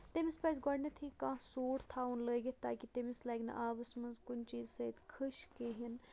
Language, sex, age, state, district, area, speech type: Kashmiri, female, 45-60, Jammu and Kashmir, Bandipora, rural, spontaneous